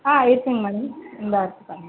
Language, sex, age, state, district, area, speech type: Tamil, female, 30-45, Tamil Nadu, Madurai, urban, conversation